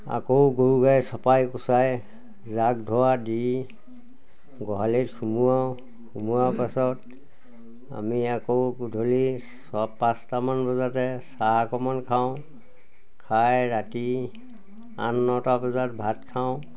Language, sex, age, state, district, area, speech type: Assamese, male, 60+, Assam, Majuli, urban, spontaneous